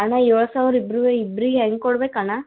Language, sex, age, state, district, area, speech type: Kannada, female, 18-30, Karnataka, Gulbarga, urban, conversation